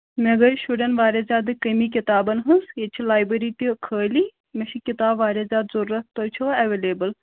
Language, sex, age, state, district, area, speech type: Kashmiri, female, 18-30, Jammu and Kashmir, Kulgam, rural, conversation